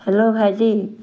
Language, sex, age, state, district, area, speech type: Assamese, female, 60+, Assam, Charaideo, rural, spontaneous